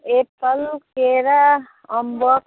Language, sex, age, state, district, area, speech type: Nepali, female, 60+, West Bengal, Jalpaiguri, urban, conversation